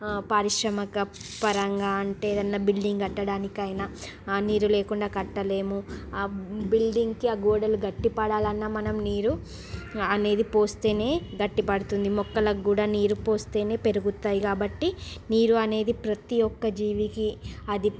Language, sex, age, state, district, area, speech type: Telugu, female, 30-45, Andhra Pradesh, Srikakulam, urban, spontaneous